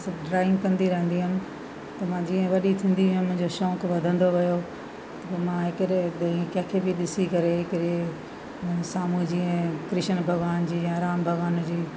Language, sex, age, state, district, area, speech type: Sindhi, female, 60+, Delhi, South Delhi, rural, spontaneous